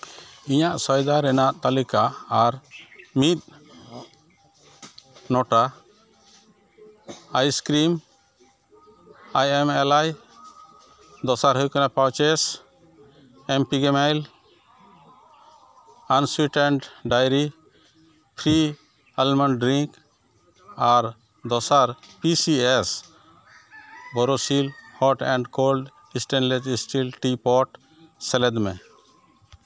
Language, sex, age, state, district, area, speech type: Santali, male, 60+, West Bengal, Malda, rural, read